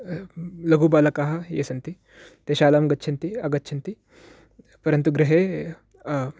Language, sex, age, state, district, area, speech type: Sanskrit, male, 18-30, Karnataka, Uttara Kannada, urban, spontaneous